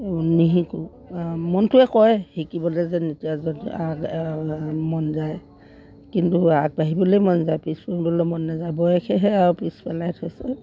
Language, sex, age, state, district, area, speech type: Assamese, female, 60+, Assam, Dibrugarh, rural, spontaneous